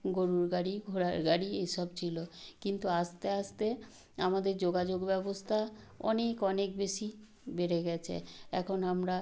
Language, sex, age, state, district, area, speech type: Bengali, female, 60+, West Bengal, South 24 Parganas, rural, spontaneous